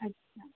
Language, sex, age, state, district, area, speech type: Hindi, female, 18-30, Madhya Pradesh, Harda, urban, conversation